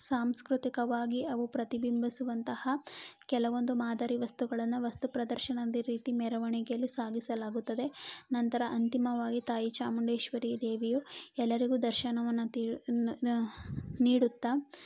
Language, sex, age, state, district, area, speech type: Kannada, female, 18-30, Karnataka, Mandya, rural, spontaneous